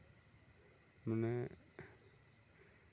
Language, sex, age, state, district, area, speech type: Santali, male, 18-30, West Bengal, Bankura, rural, spontaneous